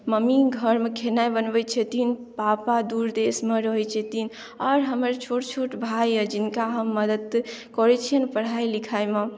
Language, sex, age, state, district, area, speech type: Maithili, female, 18-30, Bihar, Madhubani, rural, spontaneous